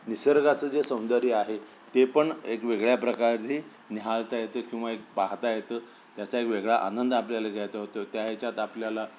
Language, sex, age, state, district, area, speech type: Marathi, male, 60+, Maharashtra, Sangli, rural, spontaneous